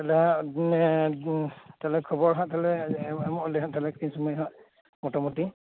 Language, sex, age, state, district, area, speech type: Santali, male, 30-45, West Bengal, Birbhum, rural, conversation